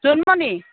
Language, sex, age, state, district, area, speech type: Assamese, female, 45-60, Assam, Lakhimpur, rural, conversation